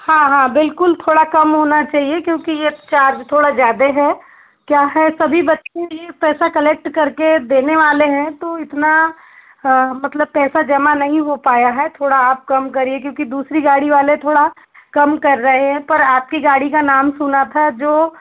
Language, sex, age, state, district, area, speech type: Hindi, female, 30-45, Madhya Pradesh, Betul, urban, conversation